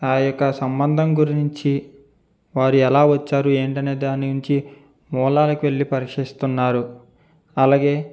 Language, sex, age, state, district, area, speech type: Telugu, male, 45-60, Andhra Pradesh, East Godavari, rural, spontaneous